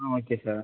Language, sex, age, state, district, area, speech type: Tamil, male, 18-30, Tamil Nadu, Tiruchirappalli, rural, conversation